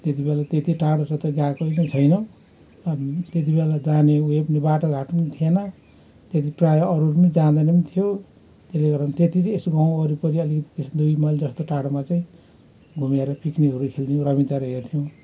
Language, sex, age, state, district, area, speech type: Nepali, male, 60+, West Bengal, Kalimpong, rural, spontaneous